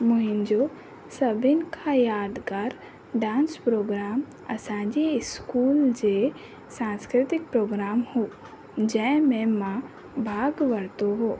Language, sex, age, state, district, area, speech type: Sindhi, female, 18-30, Rajasthan, Ajmer, urban, spontaneous